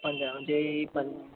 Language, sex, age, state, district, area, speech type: Marathi, male, 18-30, Maharashtra, Yavatmal, rural, conversation